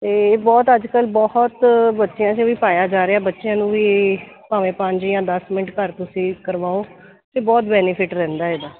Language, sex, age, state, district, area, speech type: Punjabi, female, 30-45, Punjab, Kapurthala, urban, conversation